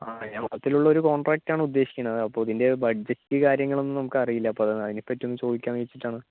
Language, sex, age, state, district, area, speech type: Malayalam, male, 30-45, Kerala, Palakkad, rural, conversation